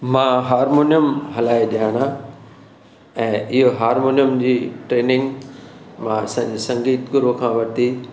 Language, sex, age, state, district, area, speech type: Sindhi, male, 60+, Maharashtra, Thane, urban, spontaneous